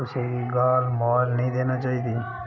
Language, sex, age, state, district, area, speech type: Dogri, male, 30-45, Jammu and Kashmir, Udhampur, rural, spontaneous